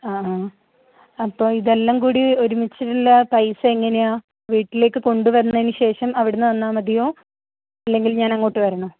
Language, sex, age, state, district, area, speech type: Malayalam, female, 18-30, Kerala, Kannur, rural, conversation